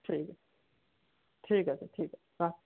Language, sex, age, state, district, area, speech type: Bengali, male, 18-30, West Bengal, Bankura, urban, conversation